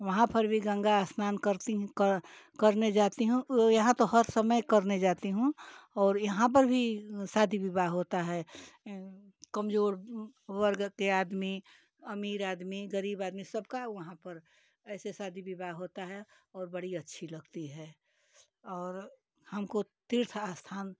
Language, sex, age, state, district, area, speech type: Hindi, female, 60+, Uttar Pradesh, Ghazipur, rural, spontaneous